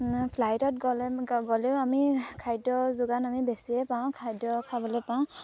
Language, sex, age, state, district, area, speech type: Assamese, female, 18-30, Assam, Sivasagar, rural, spontaneous